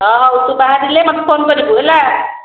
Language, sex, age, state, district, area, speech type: Odia, female, 45-60, Odisha, Khordha, rural, conversation